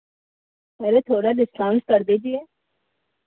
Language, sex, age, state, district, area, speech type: Hindi, female, 45-60, Uttar Pradesh, Hardoi, rural, conversation